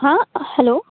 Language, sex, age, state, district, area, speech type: Hindi, female, 18-30, Bihar, Muzaffarpur, rural, conversation